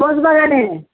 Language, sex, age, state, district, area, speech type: Bengali, female, 45-60, West Bengal, Purba Bardhaman, urban, conversation